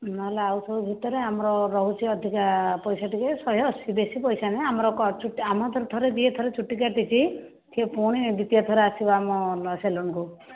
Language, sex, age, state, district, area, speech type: Odia, female, 60+, Odisha, Jajpur, rural, conversation